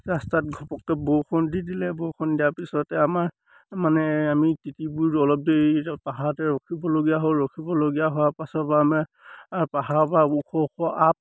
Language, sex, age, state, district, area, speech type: Assamese, male, 18-30, Assam, Sivasagar, rural, spontaneous